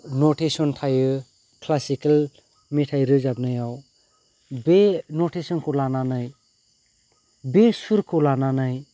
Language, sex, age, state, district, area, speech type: Bodo, male, 30-45, Assam, Kokrajhar, rural, spontaneous